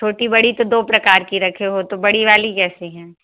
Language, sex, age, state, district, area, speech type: Hindi, female, 60+, Madhya Pradesh, Jabalpur, urban, conversation